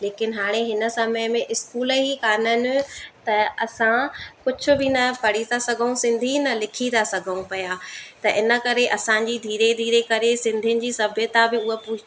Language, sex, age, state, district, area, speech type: Sindhi, female, 30-45, Madhya Pradesh, Katni, urban, spontaneous